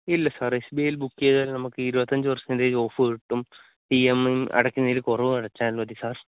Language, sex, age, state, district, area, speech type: Malayalam, male, 18-30, Kerala, Wayanad, rural, conversation